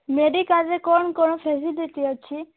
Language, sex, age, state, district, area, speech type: Odia, female, 45-60, Odisha, Nabarangpur, rural, conversation